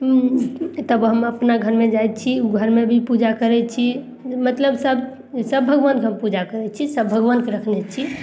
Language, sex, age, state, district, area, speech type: Maithili, female, 30-45, Bihar, Samastipur, urban, spontaneous